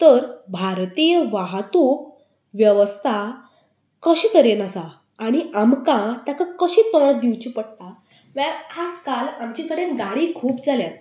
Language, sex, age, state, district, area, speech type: Goan Konkani, female, 18-30, Goa, Canacona, rural, spontaneous